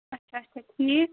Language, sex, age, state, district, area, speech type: Kashmiri, female, 45-60, Jammu and Kashmir, Baramulla, rural, conversation